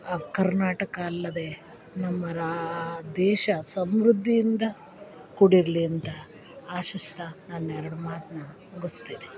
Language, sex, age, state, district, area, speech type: Kannada, female, 45-60, Karnataka, Chikkamagaluru, rural, spontaneous